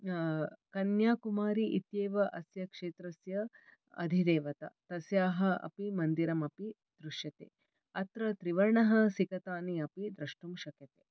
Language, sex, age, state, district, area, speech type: Sanskrit, female, 45-60, Karnataka, Bangalore Urban, urban, spontaneous